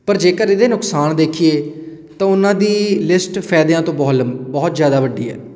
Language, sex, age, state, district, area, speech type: Punjabi, male, 18-30, Punjab, Patiala, urban, spontaneous